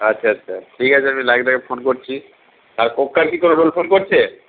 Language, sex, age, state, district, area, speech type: Bengali, male, 45-60, West Bengal, Paschim Bardhaman, urban, conversation